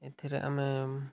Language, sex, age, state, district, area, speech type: Odia, male, 30-45, Odisha, Mayurbhanj, rural, spontaneous